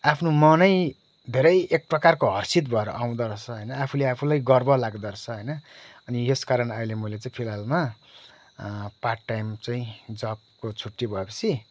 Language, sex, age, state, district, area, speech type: Nepali, male, 30-45, West Bengal, Kalimpong, rural, spontaneous